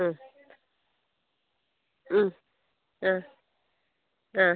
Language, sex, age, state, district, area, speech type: Malayalam, female, 30-45, Kerala, Kasaragod, rural, conversation